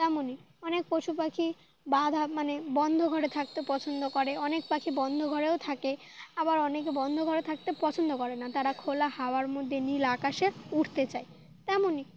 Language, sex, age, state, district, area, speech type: Bengali, female, 18-30, West Bengal, Dakshin Dinajpur, urban, spontaneous